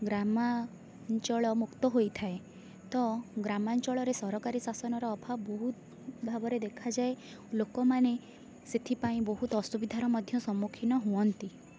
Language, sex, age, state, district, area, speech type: Odia, female, 18-30, Odisha, Rayagada, rural, spontaneous